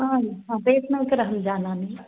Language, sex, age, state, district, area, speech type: Sanskrit, female, 30-45, Tamil Nadu, Karur, rural, conversation